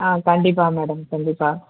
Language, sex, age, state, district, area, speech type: Tamil, female, 45-60, Tamil Nadu, Kanchipuram, urban, conversation